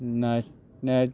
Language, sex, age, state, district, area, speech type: Goan Konkani, male, 30-45, Goa, Murmgao, rural, spontaneous